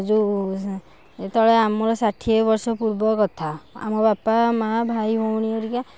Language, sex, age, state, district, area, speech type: Odia, female, 60+, Odisha, Kendujhar, urban, spontaneous